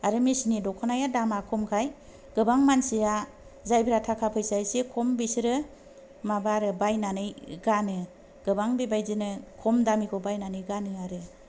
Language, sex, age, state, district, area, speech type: Bodo, female, 30-45, Assam, Kokrajhar, rural, spontaneous